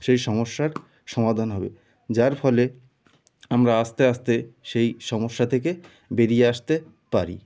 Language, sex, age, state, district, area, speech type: Bengali, male, 30-45, West Bengal, North 24 Parganas, rural, spontaneous